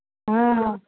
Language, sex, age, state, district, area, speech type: Maithili, female, 30-45, Bihar, Saharsa, rural, conversation